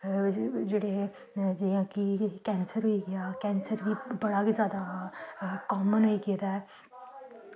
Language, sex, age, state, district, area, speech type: Dogri, female, 18-30, Jammu and Kashmir, Samba, rural, spontaneous